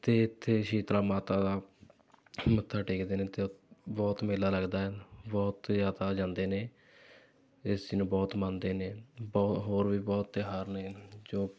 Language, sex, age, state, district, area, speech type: Punjabi, male, 18-30, Punjab, Rupnagar, rural, spontaneous